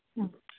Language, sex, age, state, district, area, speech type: Marathi, female, 60+, Maharashtra, Nanded, rural, conversation